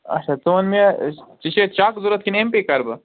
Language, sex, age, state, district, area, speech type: Kashmiri, male, 45-60, Jammu and Kashmir, Srinagar, urban, conversation